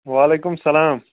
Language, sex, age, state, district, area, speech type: Kashmiri, male, 18-30, Jammu and Kashmir, Kulgam, rural, conversation